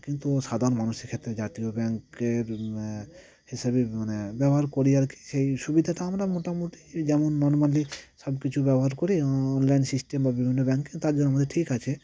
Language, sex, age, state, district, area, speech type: Bengali, male, 30-45, West Bengal, Cooch Behar, urban, spontaneous